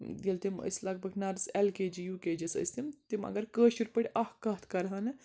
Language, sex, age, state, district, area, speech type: Kashmiri, female, 18-30, Jammu and Kashmir, Srinagar, urban, spontaneous